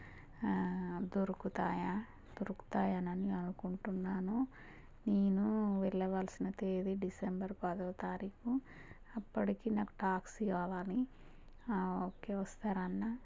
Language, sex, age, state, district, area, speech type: Telugu, female, 30-45, Telangana, Warangal, rural, spontaneous